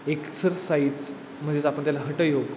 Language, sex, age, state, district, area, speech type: Marathi, male, 18-30, Maharashtra, Satara, urban, spontaneous